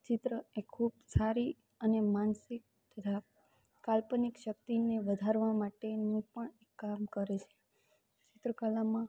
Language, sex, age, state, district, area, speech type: Gujarati, female, 18-30, Gujarat, Rajkot, rural, spontaneous